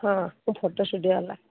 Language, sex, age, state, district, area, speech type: Odia, female, 45-60, Odisha, Sundergarh, urban, conversation